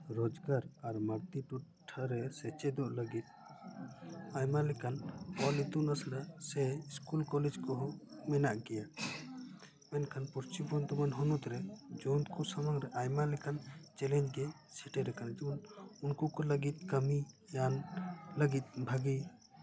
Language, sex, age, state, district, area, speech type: Santali, male, 18-30, West Bengal, Paschim Bardhaman, rural, spontaneous